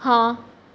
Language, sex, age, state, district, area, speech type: Punjabi, female, 18-30, Punjab, Mansa, urban, read